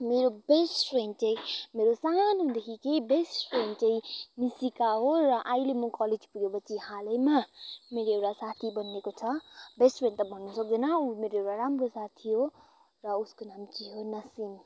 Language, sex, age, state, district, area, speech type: Nepali, female, 18-30, West Bengal, Kalimpong, rural, spontaneous